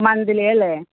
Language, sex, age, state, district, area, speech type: Malayalam, female, 30-45, Kerala, Malappuram, rural, conversation